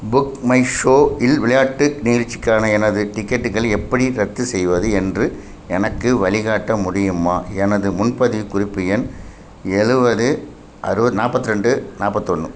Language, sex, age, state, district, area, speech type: Tamil, male, 45-60, Tamil Nadu, Thanjavur, urban, read